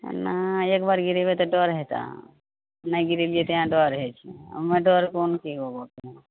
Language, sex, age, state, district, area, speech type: Maithili, female, 30-45, Bihar, Madhepura, rural, conversation